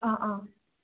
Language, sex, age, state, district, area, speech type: Assamese, female, 18-30, Assam, Goalpara, urban, conversation